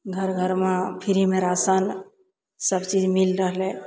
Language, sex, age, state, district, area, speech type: Maithili, female, 45-60, Bihar, Begusarai, rural, spontaneous